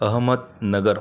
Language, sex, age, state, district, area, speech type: Marathi, male, 45-60, Maharashtra, Buldhana, rural, spontaneous